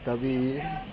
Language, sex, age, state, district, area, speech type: Urdu, male, 18-30, Bihar, Madhubani, rural, spontaneous